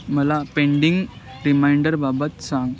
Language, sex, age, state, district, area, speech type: Marathi, male, 18-30, Maharashtra, Thane, urban, read